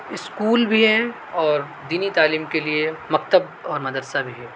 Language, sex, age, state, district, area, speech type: Urdu, male, 18-30, Delhi, South Delhi, urban, spontaneous